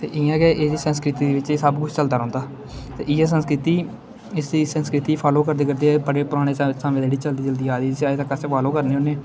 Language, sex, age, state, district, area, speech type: Dogri, male, 18-30, Jammu and Kashmir, Kathua, rural, spontaneous